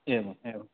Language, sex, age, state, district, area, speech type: Sanskrit, male, 30-45, Karnataka, Udupi, urban, conversation